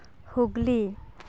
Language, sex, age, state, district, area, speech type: Santali, female, 18-30, West Bengal, Purulia, rural, spontaneous